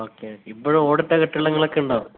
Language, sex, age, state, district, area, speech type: Malayalam, male, 18-30, Kerala, Kozhikode, rural, conversation